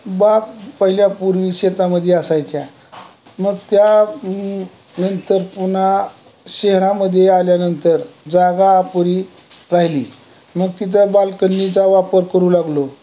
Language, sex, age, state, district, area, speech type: Marathi, male, 60+, Maharashtra, Osmanabad, rural, spontaneous